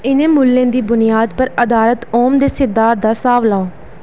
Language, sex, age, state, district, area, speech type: Dogri, female, 18-30, Jammu and Kashmir, Reasi, rural, read